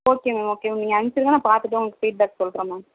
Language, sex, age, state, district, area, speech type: Tamil, female, 18-30, Tamil Nadu, Perambalur, rural, conversation